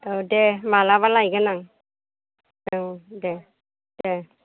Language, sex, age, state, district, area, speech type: Bodo, female, 60+, Assam, Chirang, urban, conversation